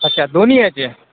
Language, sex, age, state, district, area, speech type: Marathi, male, 30-45, Maharashtra, Akola, urban, conversation